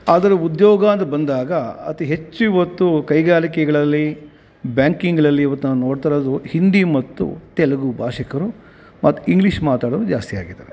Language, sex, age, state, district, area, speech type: Kannada, male, 45-60, Karnataka, Kolar, rural, spontaneous